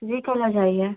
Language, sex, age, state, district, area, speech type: Hindi, female, 18-30, Madhya Pradesh, Chhindwara, urban, conversation